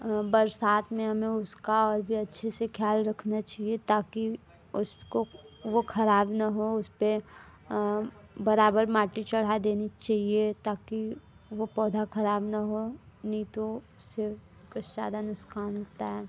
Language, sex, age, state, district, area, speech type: Hindi, female, 18-30, Uttar Pradesh, Mirzapur, urban, spontaneous